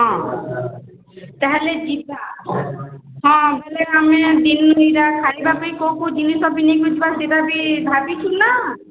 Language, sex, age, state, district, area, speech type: Odia, female, 18-30, Odisha, Balangir, urban, conversation